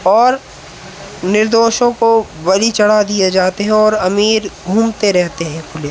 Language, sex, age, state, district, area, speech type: Hindi, male, 18-30, Madhya Pradesh, Hoshangabad, rural, spontaneous